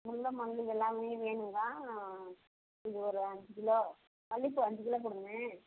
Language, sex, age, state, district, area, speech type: Tamil, female, 30-45, Tamil Nadu, Tirupattur, rural, conversation